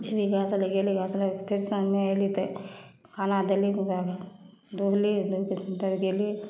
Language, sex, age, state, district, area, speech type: Maithili, female, 45-60, Bihar, Samastipur, rural, spontaneous